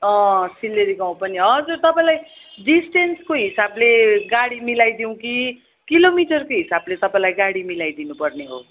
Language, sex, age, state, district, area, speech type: Nepali, female, 45-60, West Bengal, Kalimpong, rural, conversation